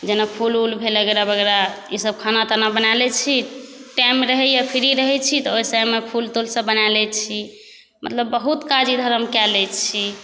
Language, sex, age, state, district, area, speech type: Maithili, female, 18-30, Bihar, Supaul, rural, spontaneous